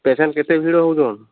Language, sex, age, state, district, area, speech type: Odia, male, 30-45, Odisha, Sambalpur, rural, conversation